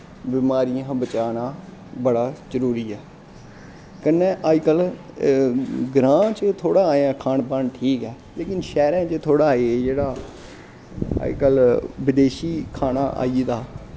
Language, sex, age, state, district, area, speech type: Dogri, male, 18-30, Jammu and Kashmir, Kathua, rural, spontaneous